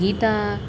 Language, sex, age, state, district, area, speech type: Sanskrit, female, 30-45, Tamil Nadu, Karur, rural, spontaneous